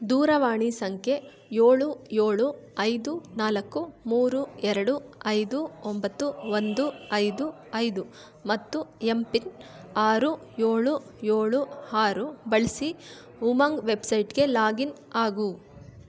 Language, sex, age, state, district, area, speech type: Kannada, female, 18-30, Karnataka, Kolar, urban, read